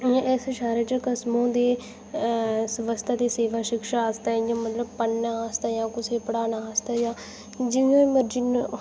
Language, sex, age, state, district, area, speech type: Dogri, female, 18-30, Jammu and Kashmir, Udhampur, rural, spontaneous